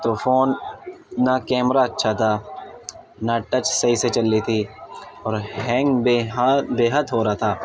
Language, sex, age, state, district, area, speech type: Urdu, male, 18-30, Uttar Pradesh, Gautam Buddha Nagar, rural, spontaneous